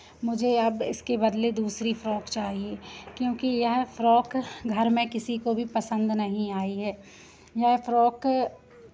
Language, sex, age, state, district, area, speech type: Hindi, female, 18-30, Madhya Pradesh, Seoni, urban, spontaneous